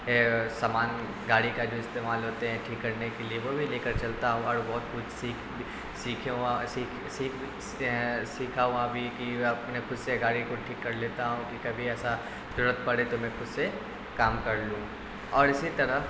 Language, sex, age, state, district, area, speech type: Urdu, male, 18-30, Bihar, Darbhanga, urban, spontaneous